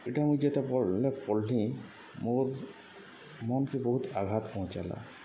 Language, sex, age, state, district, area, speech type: Odia, male, 30-45, Odisha, Subarnapur, urban, spontaneous